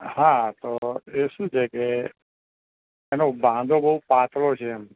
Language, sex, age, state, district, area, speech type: Gujarati, male, 45-60, Gujarat, Ahmedabad, urban, conversation